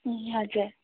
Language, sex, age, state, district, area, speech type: Nepali, female, 18-30, West Bengal, Darjeeling, rural, conversation